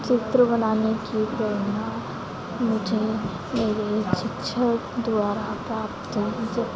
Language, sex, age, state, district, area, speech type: Hindi, female, 18-30, Madhya Pradesh, Harda, urban, spontaneous